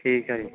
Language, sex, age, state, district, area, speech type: Punjabi, male, 30-45, Punjab, Kapurthala, rural, conversation